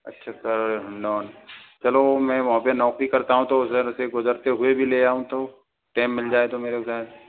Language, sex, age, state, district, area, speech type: Hindi, male, 60+, Rajasthan, Karauli, rural, conversation